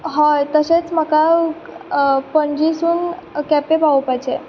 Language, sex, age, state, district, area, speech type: Goan Konkani, female, 18-30, Goa, Quepem, rural, spontaneous